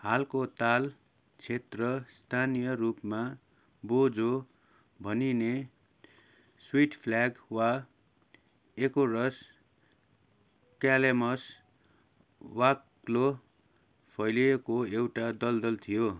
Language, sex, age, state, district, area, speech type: Nepali, male, 30-45, West Bengal, Darjeeling, rural, read